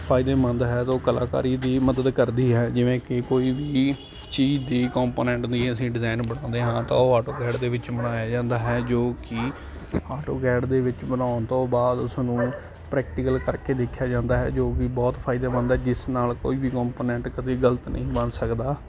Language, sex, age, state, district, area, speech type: Punjabi, male, 18-30, Punjab, Ludhiana, urban, spontaneous